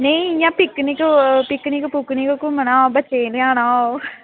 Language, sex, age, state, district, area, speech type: Dogri, female, 18-30, Jammu and Kashmir, Jammu, rural, conversation